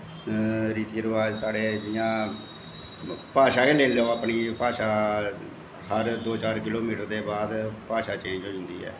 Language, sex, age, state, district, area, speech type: Dogri, male, 45-60, Jammu and Kashmir, Jammu, urban, spontaneous